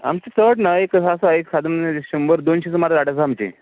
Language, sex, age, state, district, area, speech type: Goan Konkani, male, 30-45, Goa, Canacona, rural, conversation